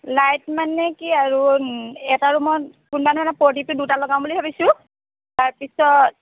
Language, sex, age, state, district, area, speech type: Assamese, female, 30-45, Assam, Golaghat, urban, conversation